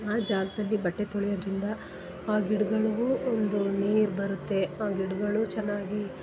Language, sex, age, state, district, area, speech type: Kannada, female, 30-45, Karnataka, Hassan, urban, spontaneous